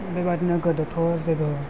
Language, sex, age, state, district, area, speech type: Bodo, male, 30-45, Assam, Chirang, rural, spontaneous